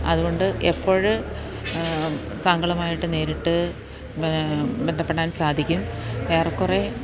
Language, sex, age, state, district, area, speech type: Malayalam, female, 60+, Kerala, Idukki, rural, spontaneous